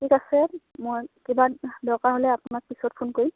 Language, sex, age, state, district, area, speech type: Assamese, female, 45-60, Assam, Dhemaji, rural, conversation